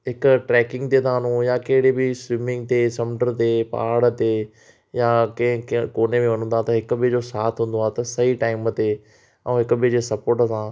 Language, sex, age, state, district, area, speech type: Sindhi, male, 30-45, Maharashtra, Thane, urban, spontaneous